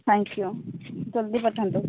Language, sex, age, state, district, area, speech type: Odia, female, 30-45, Odisha, Sambalpur, rural, conversation